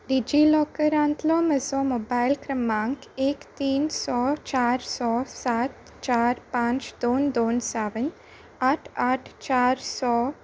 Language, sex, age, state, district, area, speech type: Goan Konkani, female, 18-30, Goa, Salcete, rural, read